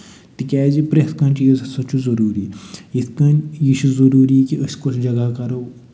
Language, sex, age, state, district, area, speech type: Kashmiri, male, 45-60, Jammu and Kashmir, Budgam, urban, spontaneous